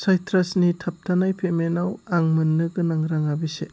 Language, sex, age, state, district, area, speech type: Bodo, male, 30-45, Assam, Chirang, rural, read